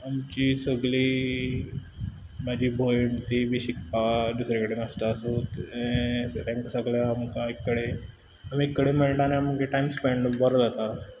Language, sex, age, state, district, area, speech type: Goan Konkani, male, 18-30, Goa, Quepem, urban, spontaneous